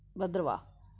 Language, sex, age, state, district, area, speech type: Dogri, female, 45-60, Jammu and Kashmir, Udhampur, rural, spontaneous